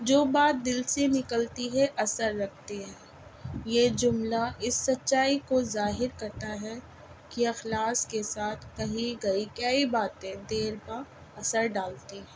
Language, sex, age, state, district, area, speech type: Urdu, female, 45-60, Delhi, South Delhi, urban, spontaneous